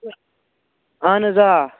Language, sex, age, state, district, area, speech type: Kashmiri, male, 18-30, Jammu and Kashmir, Kupwara, rural, conversation